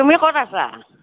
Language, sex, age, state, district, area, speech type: Assamese, female, 60+, Assam, Morigaon, rural, conversation